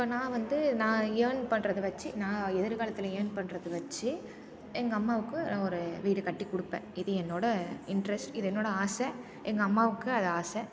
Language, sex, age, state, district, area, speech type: Tamil, female, 18-30, Tamil Nadu, Thanjavur, rural, spontaneous